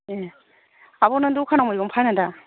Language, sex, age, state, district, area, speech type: Bodo, female, 45-60, Assam, Chirang, rural, conversation